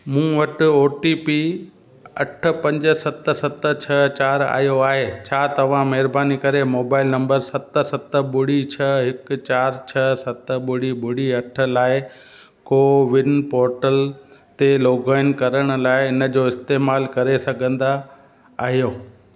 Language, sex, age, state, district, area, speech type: Sindhi, male, 45-60, Gujarat, Kutch, rural, read